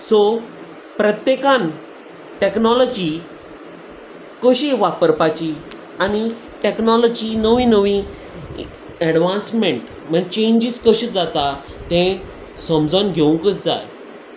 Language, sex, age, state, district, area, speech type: Goan Konkani, male, 30-45, Goa, Salcete, urban, spontaneous